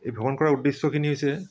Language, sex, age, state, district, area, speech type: Assamese, male, 60+, Assam, Barpeta, rural, spontaneous